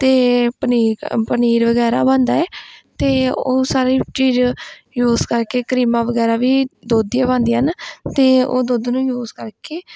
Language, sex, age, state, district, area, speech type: Punjabi, female, 18-30, Punjab, Pathankot, rural, spontaneous